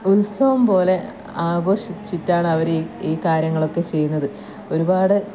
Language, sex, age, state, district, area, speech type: Malayalam, female, 30-45, Kerala, Kasaragod, rural, spontaneous